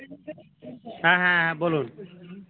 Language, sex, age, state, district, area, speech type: Bengali, male, 45-60, West Bengal, Birbhum, urban, conversation